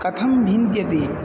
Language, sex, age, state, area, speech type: Sanskrit, male, 18-30, Uttar Pradesh, urban, spontaneous